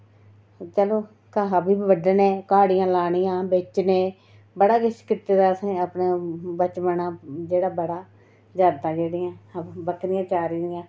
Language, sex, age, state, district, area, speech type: Dogri, female, 30-45, Jammu and Kashmir, Reasi, rural, spontaneous